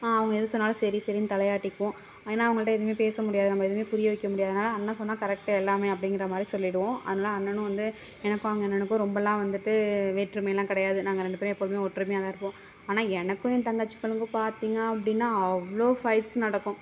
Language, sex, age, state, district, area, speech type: Tamil, female, 30-45, Tamil Nadu, Mayiladuthurai, rural, spontaneous